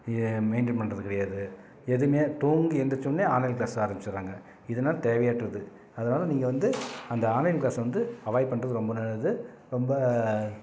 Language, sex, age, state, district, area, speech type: Tamil, male, 45-60, Tamil Nadu, Salem, rural, spontaneous